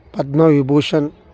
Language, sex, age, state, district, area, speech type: Telugu, male, 30-45, Andhra Pradesh, Bapatla, urban, spontaneous